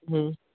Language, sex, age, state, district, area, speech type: Punjabi, male, 18-30, Punjab, Ludhiana, urban, conversation